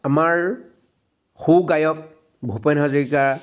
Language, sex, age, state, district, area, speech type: Assamese, male, 45-60, Assam, Charaideo, urban, spontaneous